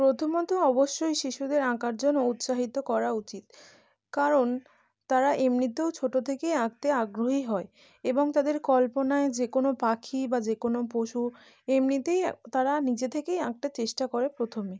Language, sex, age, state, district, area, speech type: Bengali, female, 18-30, West Bengal, North 24 Parganas, urban, spontaneous